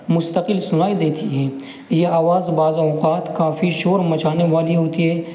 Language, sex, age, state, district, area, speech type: Urdu, male, 18-30, Uttar Pradesh, Muzaffarnagar, urban, spontaneous